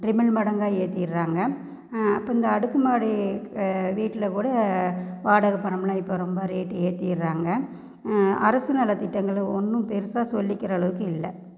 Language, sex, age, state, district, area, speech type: Tamil, female, 30-45, Tamil Nadu, Namakkal, rural, spontaneous